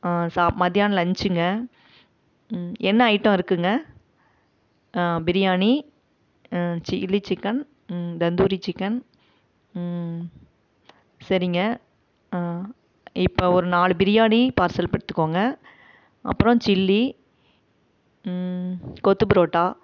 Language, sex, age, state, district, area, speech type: Tamil, female, 45-60, Tamil Nadu, Namakkal, rural, spontaneous